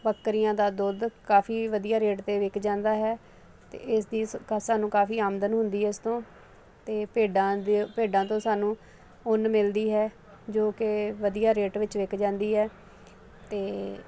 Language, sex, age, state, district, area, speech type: Punjabi, female, 30-45, Punjab, Ludhiana, urban, spontaneous